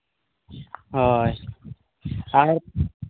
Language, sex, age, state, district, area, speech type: Santali, male, 30-45, Jharkhand, East Singhbhum, rural, conversation